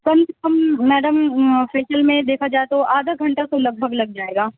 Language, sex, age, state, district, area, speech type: Urdu, female, 18-30, Delhi, South Delhi, urban, conversation